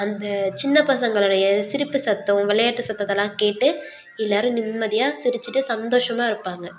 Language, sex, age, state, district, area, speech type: Tamil, female, 18-30, Tamil Nadu, Nagapattinam, rural, spontaneous